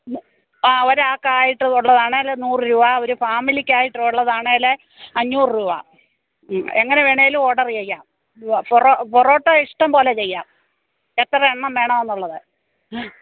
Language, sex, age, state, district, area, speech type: Malayalam, female, 60+, Kerala, Pathanamthitta, rural, conversation